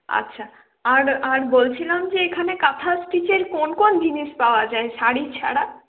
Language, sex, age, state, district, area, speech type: Bengali, female, 18-30, West Bengal, Purulia, rural, conversation